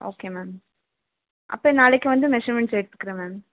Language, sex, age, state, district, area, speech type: Tamil, female, 18-30, Tamil Nadu, Krishnagiri, rural, conversation